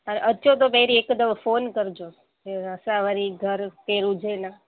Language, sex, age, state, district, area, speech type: Sindhi, female, 30-45, Gujarat, Junagadh, urban, conversation